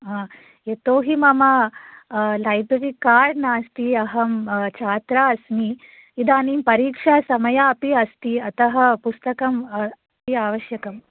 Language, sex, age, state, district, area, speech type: Sanskrit, female, 18-30, Karnataka, Shimoga, urban, conversation